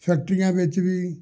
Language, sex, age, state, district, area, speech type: Punjabi, male, 60+, Punjab, Amritsar, urban, spontaneous